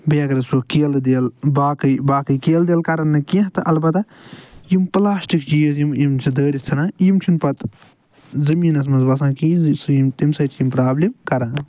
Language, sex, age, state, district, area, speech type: Kashmiri, male, 60+, Jammu and Kashmir, Ganderbal, urban, spontaneous